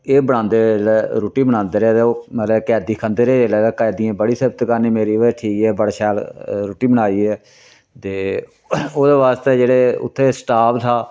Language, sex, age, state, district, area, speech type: Dogri, male, 60+, Jammu and Kashmir, Reasi, rural, spontaneous